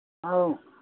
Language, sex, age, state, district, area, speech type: Manipuri, male, 60+, Manipur, Kakching, rural, conversation